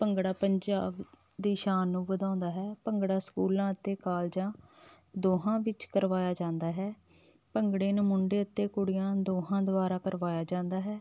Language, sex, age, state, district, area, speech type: Punjabi, female, 30-45, Punjab, Hoshiarpur, rural, spontaneous